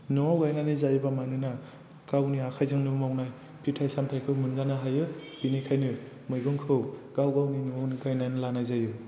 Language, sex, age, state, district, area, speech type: Bodo, male, 18-30, Assam, Chirang, rural, spontaneous